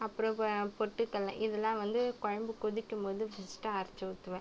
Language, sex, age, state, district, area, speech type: Tamil, female, 18-30, Tamil Nadu, Cuddalore, rural, spontaneous